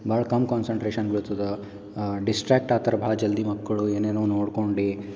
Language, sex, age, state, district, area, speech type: Kannada, male, 18-30, Karnataka, Gulbarga, urban, spontaneous